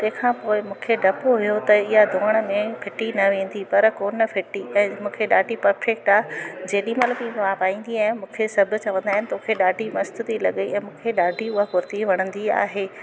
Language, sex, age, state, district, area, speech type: Sindhi, female, 45-60, Gujarat, Junagadh, urban, spontaneous